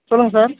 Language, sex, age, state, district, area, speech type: Tamil, male, 18-30, Tamil Nadu, Dharmapuri, rural, conversation